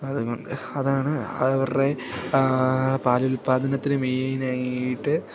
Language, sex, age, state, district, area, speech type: Malayalam, male, 18-30, Kerala, Idukki, rural, spontaneous